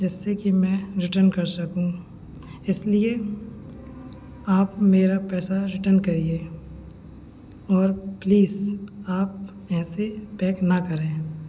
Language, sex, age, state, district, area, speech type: Hindi, male, 18-30, Madhya Pradesh, Hoshangabad, rural, spontaneous